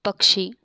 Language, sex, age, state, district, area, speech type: Marathi, female, 18-30, Maharashtra, Buldhana, rural, read